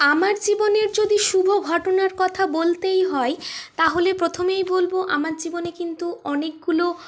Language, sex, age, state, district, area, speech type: Bengali, female, 18-30, West Bengal, Purulia, urban, spontaneous